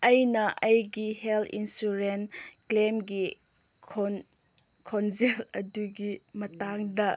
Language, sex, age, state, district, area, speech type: Manipuri, female, 18-30, Manipur, Chandel, rural, read